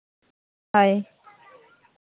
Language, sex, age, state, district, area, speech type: Santali, female, 30-45, Jharkhand, East Singhbhum, rural, conversation